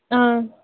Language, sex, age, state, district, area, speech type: Telugu, female, 18-30, Andhra Pradesh, Anakapalli, urban, conversation